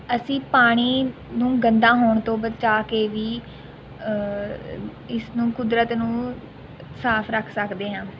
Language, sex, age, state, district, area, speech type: Punjabi, female, 18-30, Punjab, Rupnagar, rural, spontaneous